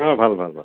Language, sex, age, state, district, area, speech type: Assamese, male, 45-60, Assam, Tinsukia, urban, conversation